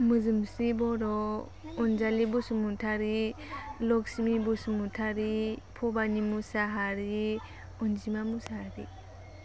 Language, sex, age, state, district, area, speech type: Bodo, female, 18-30, Assam, Baksa, rural, spontaneous